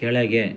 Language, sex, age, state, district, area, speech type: Kannada, male, 30-45, Karnataka, Mandya, rural, read